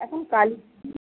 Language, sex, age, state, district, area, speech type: Bengali, female, 45-60, West Bengal, Birbhum, urban, conversation